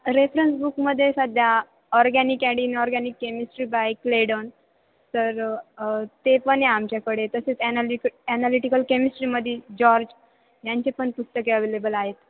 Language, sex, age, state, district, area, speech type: Marathi, female, 18-30, Maharashtra, Ahmednagar, urban, conversation